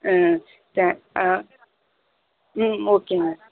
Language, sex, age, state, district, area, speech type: Tamil, female, 30-45, Tamil Nadu, Viluppuram, urban, conversation